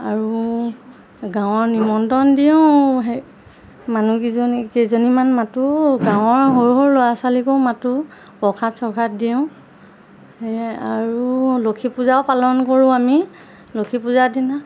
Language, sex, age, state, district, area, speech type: Assamese, female, 45-60, Assam, Golaghat, urban, spontaneous